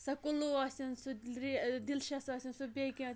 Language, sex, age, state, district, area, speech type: Kashmiri, female, 45-60, Jammu and Kashmir, Anantnag, rural, spontaneous